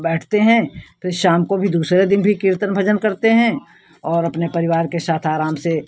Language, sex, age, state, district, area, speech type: Hindi, female, 60+, Uttar Pradesh, Hardoi, rural, spontaneous